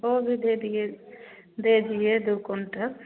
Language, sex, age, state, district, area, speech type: Hindi, female, 30-45, Uttar Pradesh, Prayagraj, rural, conversation